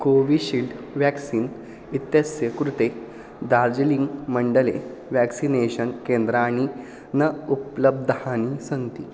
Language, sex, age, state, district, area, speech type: Sanskrit, male, 18-30, Maharashtra, Pune, urban, read